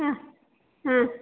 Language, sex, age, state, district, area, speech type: Tamil, female, 30-45, Tamil Nadu, Salem, rural, conversation